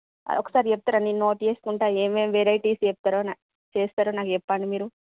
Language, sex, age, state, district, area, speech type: Telugu, female, 30-45, Telangana, Jagtial, urban, conversation